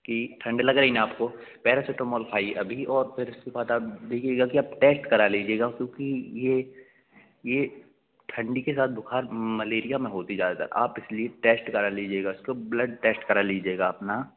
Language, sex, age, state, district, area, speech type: Hindi, male, 18-30, Madhya Pradesh, Jabalpur, urban, conversation